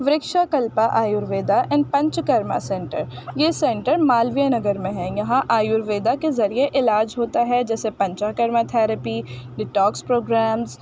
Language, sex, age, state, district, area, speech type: Urdu, female, 18-30, Delhi, North East Delhi, urban, spontaneous